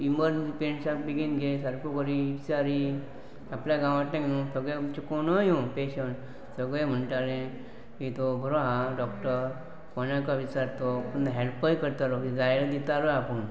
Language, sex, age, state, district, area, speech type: Goan Konkani, male, 45-60, Goa, Pernem, rural, spontaneous